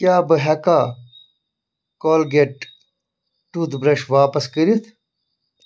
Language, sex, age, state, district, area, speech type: Kashmiri, other, 45-60, Jammu and Kashmir, Bandipora, rural, read